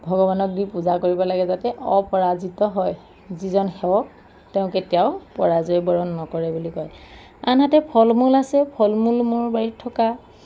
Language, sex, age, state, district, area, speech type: Assamese, female, 45-60, Assam, Lakhimpur, rural, spontaneous